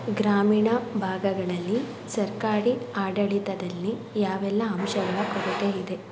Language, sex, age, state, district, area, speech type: Kannada, female, 18-30, Karnataka, Davanagere, rural, spontaneous